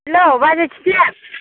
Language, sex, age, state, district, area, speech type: Bodo, female, 60+, Assam, Kokrajhar, rural, conversation